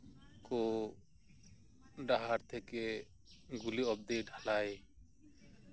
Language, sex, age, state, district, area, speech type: Santali, male, 30-45, West Bengal, Birbhum, rural, spontaneous